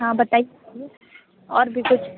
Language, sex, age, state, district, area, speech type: Hindi, female, 18-30, Uttar Pradesh, Sonbhadra, rural, conversation